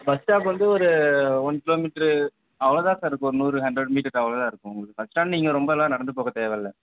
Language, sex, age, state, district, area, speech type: Tamil, male, 18-30, Tamil Nadu, Tiruchirappalli, rural, conversation